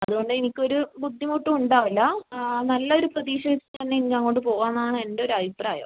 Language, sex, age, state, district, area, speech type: Malayalam, female, 18-30, Kerala, Kannur, rural, conversation